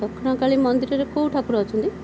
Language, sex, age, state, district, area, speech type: Odia, female, 30-45, Odisha, Nayagarh, rural, spontaneous